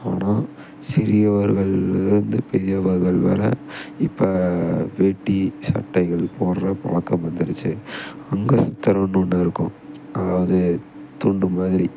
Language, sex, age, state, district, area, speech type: Tamil, male, 18-30, Tamil Nadu, Tiruppur, rural, spontaneous